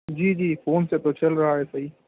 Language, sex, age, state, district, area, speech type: Urdu, male, 18-30, Delhi, East Delhi, urban, conversation